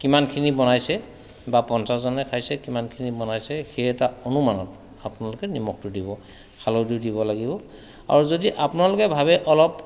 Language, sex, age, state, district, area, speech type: Assamese, male, 45-60, Assam, Sivasagar, rural, spontaneous